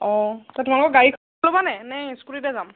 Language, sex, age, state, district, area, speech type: Assamese, female, 30-45, Assam, Lakhimpur, rural, conversation